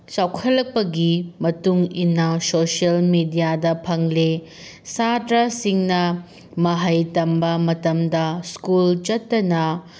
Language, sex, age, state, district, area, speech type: Manipuri, female, 30-45, Manipur, Tengnoupal, urban, spontaneous